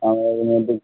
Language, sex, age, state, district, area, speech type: Bengali, male, 18-30, West Bengal, Darjeeling, urban, conversation